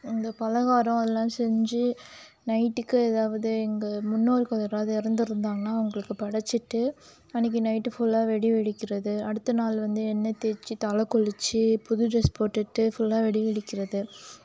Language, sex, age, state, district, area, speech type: Tamil, female, 30-45, Tamil Nadu, Cuddalore, rural, spontaneous